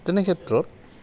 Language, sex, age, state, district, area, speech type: Assamese, male, 60+, Assam, Goalpara, urban, spontaneous